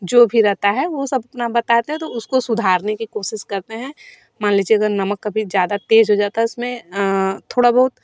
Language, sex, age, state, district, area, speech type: Hindi, female, 30-45, Uttar Pradesh, Varanasi, rural, spontaneous